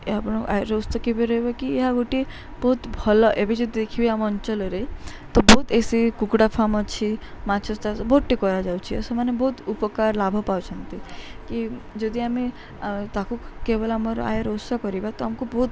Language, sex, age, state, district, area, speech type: Odia, female, 18-30, Odisha, Subarnapur, urban, spontaneous